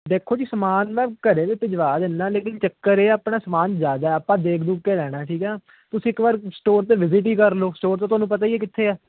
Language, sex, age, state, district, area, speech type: Punjabi, male, 18-30, Punjab, Ludhiana, urban, conversation